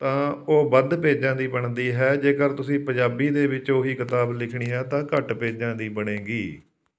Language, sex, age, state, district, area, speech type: Punjabi, male, 45-60, Punjab, Fatehgarh Sahib, rural, spontaneous